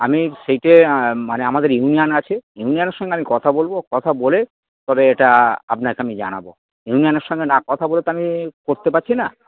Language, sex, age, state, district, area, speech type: Bengali, male, 60+, West Bengal, Dakshin Dinajpur, rural, conversation